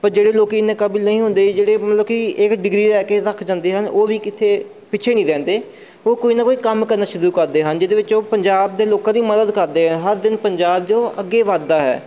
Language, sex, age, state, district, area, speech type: Punjabi, male, 30-45, Punjab, Amritsar, urban, spontaneous